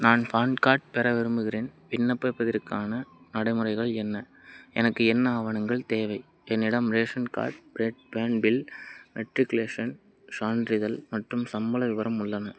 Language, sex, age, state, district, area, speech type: Tamil, male, 18-30, Tamil Nadu, Madurai, rural, read